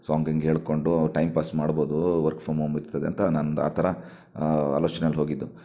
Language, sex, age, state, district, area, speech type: Kannada, male, 30-45, Karnataka, Shimoga, rural, spontaneous